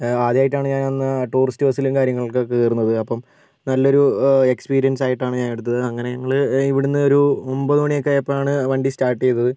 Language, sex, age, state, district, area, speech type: Malayalam, male, 18-30, Kerala, Wayanad, rural, spontaneous